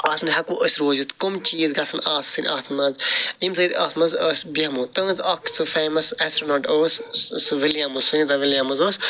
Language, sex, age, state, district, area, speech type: Kashmiri, male, 45-60, Jammu and Kashmir, Srinagar, urban, spontaneous